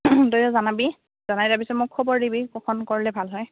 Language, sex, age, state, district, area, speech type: Assamese, female, 18-30, Assam, Goalpara, rural, conversation